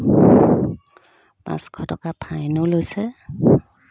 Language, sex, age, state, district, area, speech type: Assamese, female, 30-45, Assam, Dibrugarh, rural, spontaneous